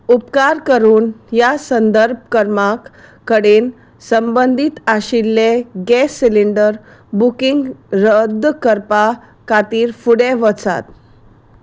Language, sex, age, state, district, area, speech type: Goan Konkani, female, 30-45, Goa, Salcete, rural, read